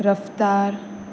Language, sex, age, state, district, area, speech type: Goan Konkani, female, 18-30, Goa, Pernem, rural, spontaneous